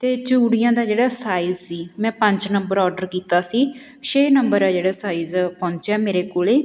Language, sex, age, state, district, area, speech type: Punjabi, female, 30-45, Punjab, Patiala, rural, spontaneous